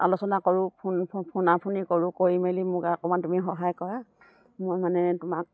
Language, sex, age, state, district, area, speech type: Assamese, female, 60+, Assam, Dibrugarh, rural, spontaneous